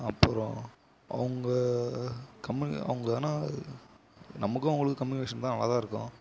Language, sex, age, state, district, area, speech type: Tamil, male, 18-30, Tamil Nadu, Kallakurichi, rural, spontaneous